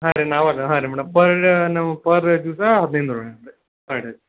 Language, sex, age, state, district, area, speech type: Kannada, male, 18-30, Karnataka, Belgaum, rural, conversation